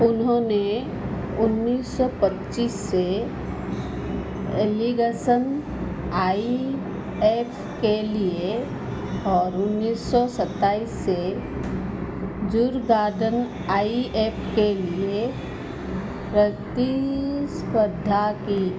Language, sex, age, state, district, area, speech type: Hindi, female, 45-60, Madhya Pradesh, Chhindwara, rural, read